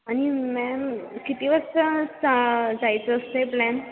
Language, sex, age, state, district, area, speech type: Marathi, female, 18-30, Maharashtra, Kolhapur, rural, conversation